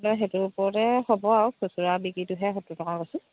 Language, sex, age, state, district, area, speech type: Assamese, female, 30-45, Assam, Charaideo, rural, conversation